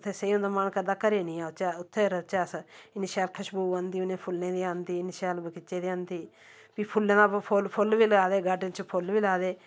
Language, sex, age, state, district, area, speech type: Dogri, female, 45-60, Jammu and Kashmir, Samba, rural, spontaneous